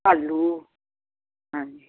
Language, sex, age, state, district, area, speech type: Punjabi, female, 60+, Punjab, Barnala, rural, conversation